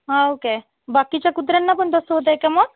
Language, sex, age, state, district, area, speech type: Marathi, female, 45-60, Maharashtra, Amravati, rural, conversation